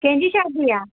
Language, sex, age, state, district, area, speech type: Sindhi, female, 45-60, Gujarat, Surat, urban, conversation